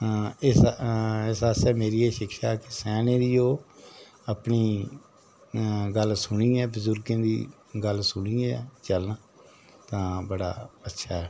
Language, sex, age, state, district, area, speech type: Dogri, male, 60+, Jammu and Kashmir, Udhampur, rural, spontaneous